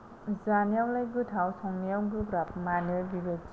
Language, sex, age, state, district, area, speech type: Bodo, female, 18-30, Assam, Kokrajhar, rural, spontaneous